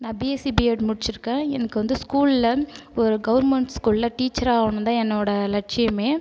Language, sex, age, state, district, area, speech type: Tamil, female, 30-45, Tamil Nadu, Cuddalore, rural, spontaneous